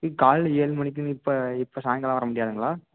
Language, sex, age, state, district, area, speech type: Tamil, male, 18-30, Tamil Nadu, Tiruppur, rural, conversation